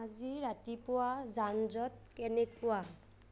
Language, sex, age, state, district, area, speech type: Assamese, female, 45-60, Assam, Nagaon, rural, read